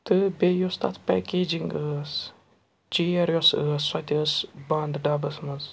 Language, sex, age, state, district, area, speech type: Kashmiri, male, 45-60, Jammu and Kashmir, Srinagar, urban, spontaneous